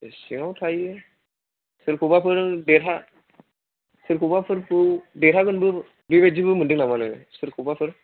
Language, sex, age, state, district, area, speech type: Bodo, male, 18-30, Assam, Kokrajhar, rural, conversation